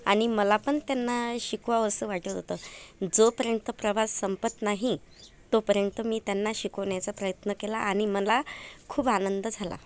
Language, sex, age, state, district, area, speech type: Marathi, female, 30-45, Maharashtra, Amravati, urban, spontaneous